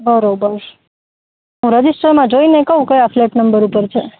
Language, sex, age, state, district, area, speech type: Gujarati, female, 18-30, Gujarat, Rajkot, urban, conversation